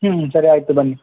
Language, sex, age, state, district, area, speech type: Kannada, male, 18-30, Karnataka, Gadag, rural, conversation